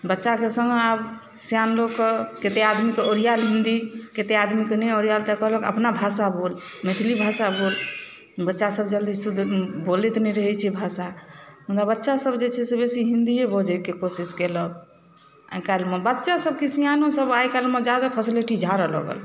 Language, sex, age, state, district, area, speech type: Maithili, female, 30-45, Bihar, Darbhanga, urban, spontaneous